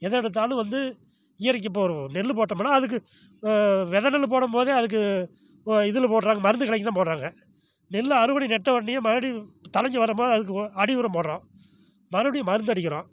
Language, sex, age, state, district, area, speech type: Tamil, male, 60+, Tamil Nadu, Namakkal, rural, spontaneous